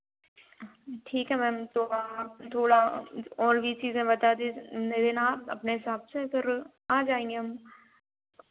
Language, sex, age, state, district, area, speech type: Hindi, female, 18-30, Madhya Pradesh, Narsinghpur, rural, conversation